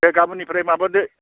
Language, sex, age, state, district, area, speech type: Bodo, male, 60+, Assam, Chirang, rural, conversation